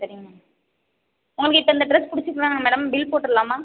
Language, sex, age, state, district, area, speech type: Tamil, female, 45-60, Tamil Nadu, Ariyalur, rural, conversation